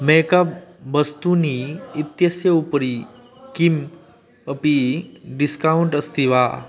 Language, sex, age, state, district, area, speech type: Sanskrit, male, 18-30, West Bengal, Cooch Behar, rural, read